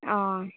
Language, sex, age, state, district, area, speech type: Manipuri, female, 18-30, Manipur, Senapati, rural, conversation